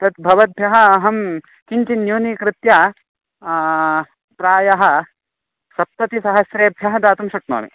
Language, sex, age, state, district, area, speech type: Sanskrit, male, 18-30, Karnataka, Chikkamagaluru, rural, conversation